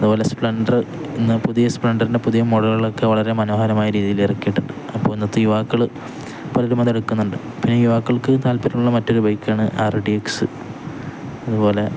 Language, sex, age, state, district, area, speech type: Malayalam, male, 18-30, Kerala, Kozhikode, rural, spontaneous